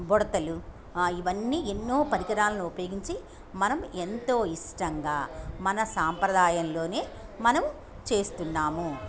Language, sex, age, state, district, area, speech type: Telugu, female, 60+, Andhra Pradesh, Bapatla, urban, spontaneous